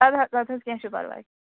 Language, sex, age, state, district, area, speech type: Kashmiri, female, 45-60, Jammu and Kashmir, Ganderbal, rural, conversation